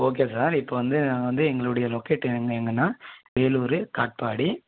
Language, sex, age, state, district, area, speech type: Tamil, male, 18-30, Tamil Nadu, Vellore, urban, conversation